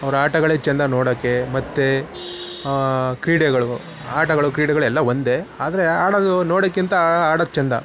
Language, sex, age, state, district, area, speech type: Kannada, male, 30-45, Karnataka, Mysore, rural, spontaneous